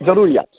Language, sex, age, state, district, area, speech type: Marathi, male, 60+, Maharashtra, Thane, urban, conversation